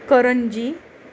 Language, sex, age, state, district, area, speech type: Marathi, female, 45-60, Maharashtra, Nagpur, urban, spontaneous